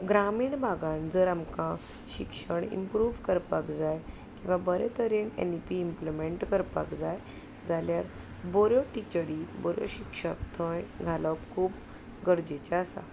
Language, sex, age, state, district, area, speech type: Goan Konkani, female, 30-45, Goa, Salcete, rural, spontaneous